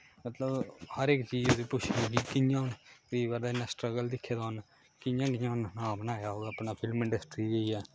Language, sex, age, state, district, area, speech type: Dogri, male, 18-30, Jammu and Kashmir, Kathua, rural, spontaneous